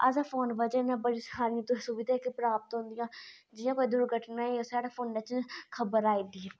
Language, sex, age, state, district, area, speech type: Dogri, female, 30-45, Jammu and Kashmir, Udhampur, urban, spontaneous